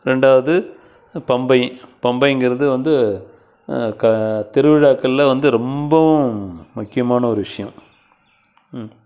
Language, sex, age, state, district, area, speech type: Tamil, male, 60+, Tamil Nadu, Krishnagiri, rural, spontaneous